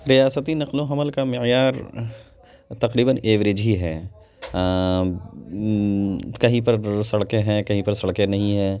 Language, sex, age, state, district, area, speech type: Urdu, male, 30-45, Uttar Pradesh, Lucknow, urban, spontaneous